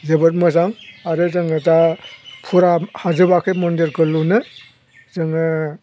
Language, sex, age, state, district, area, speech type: Bodo, male, 60+, Assam, Chirang, rural, spontaneous